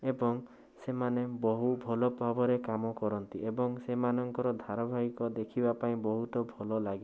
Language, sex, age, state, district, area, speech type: Odia, male, 30-45, Odisha, Bhadrak, rural, spontaneous